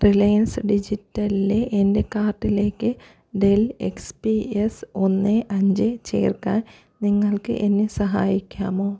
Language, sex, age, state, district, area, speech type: Malayalam, female, 30-45, Kerala, Thiruvananthapuram, rural, read